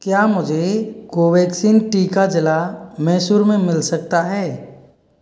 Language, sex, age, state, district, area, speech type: Hindi, male, 45-60, Rajasthan, Karauli, rural, read